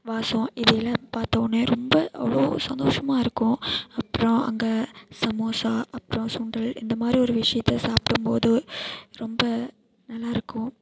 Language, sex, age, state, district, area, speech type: Tamil, female, 18-30, Tamil Nadu, Mayiladuthurai, rural, spontaneous